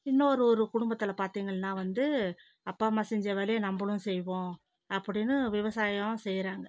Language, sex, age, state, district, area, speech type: Tamil, female, 45-60, Tamil Nadu, Viluppuram, rural, spontaneous